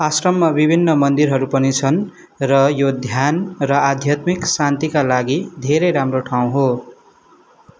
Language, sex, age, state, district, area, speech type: Nepali, male, 18-30, West Bengal, Darjeeling, rural, read